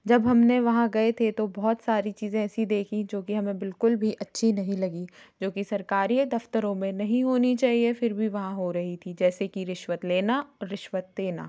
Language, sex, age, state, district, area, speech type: Hindi, female, 30-45, Madhya Pradesh, Jabalpur, urban, spontaneous